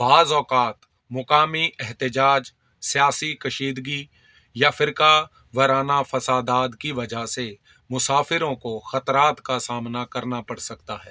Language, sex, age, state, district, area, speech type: Urdu, male, 45-60, Delhi, South Delhi, urban, spontaneous